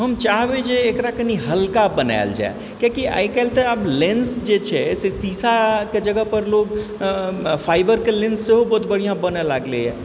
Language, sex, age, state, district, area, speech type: Maithili, male, 45-60, Bihar, Supaul, rural, spontaneous